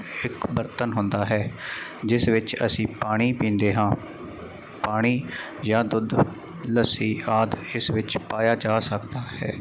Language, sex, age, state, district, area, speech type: Punjabi, male, 30-45, Punjab, Mansa, rural, spontaneous